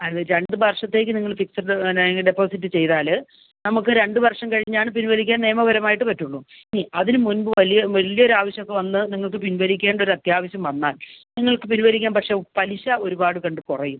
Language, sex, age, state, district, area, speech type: Malayalam, female, 60+, Kerala, Kasaragod, urban, conversation